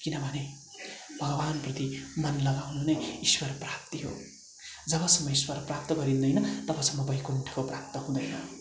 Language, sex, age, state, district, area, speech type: Nepali, male, 18-30, West Bengal, Darjeeling, rural, spontaneous